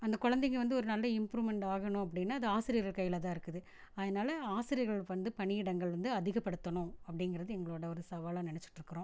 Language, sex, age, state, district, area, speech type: Tamil, female, 45-60, Tamil Nadu, Erode, rural, spontaneous